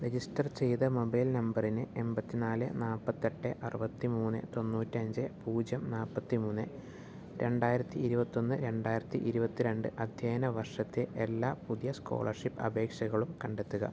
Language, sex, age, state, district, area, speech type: Malayalam, male, 30-45, Kerala, Palakkad, rural, read